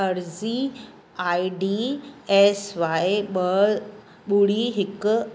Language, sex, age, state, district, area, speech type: Sindhi, female, 45-60, Maharashtra, Mumbai City, urban, read